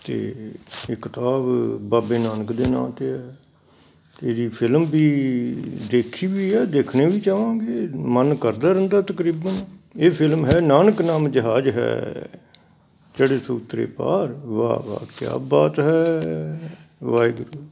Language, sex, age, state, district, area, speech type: Punjabi, male, 60+, Punjab, Amritsar, urban, spontaneous